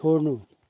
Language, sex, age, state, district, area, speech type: Nepali, male, 60+, West Bengal, Kalimpong, rural, read